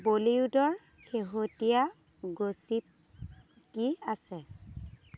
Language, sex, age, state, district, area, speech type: Assamese, female, 30-45, Assam, Dhemaji, rural, read